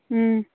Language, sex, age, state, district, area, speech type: Dogri, female, 30-45, Jammu and Kashmir, Udhampur, rural, conversation